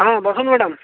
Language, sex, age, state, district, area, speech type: Odia, male, 18-30, Odisha, Jajpur, rural, conversation